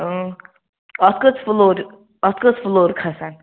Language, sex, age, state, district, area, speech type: Kashmiri, male, 18-30, Jammu and Kashmir, Ganderbal, rural, conversation